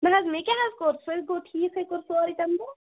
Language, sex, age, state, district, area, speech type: Kashmiri, female, 18-30, Jammu and Kashmir, Anantnag, rural, conversation